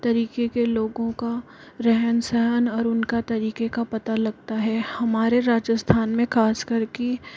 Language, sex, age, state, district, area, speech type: Hindi, male, 60+, Rajasthan, Jaipur, urban, spontaneous